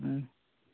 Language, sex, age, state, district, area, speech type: Santali, male, 30-45, West Bengal, Purba Bardhaman, rural, conversation